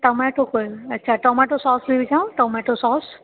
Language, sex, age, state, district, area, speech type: Sindhi, female, 45-60, Maharashtra, Thane, urban, conversation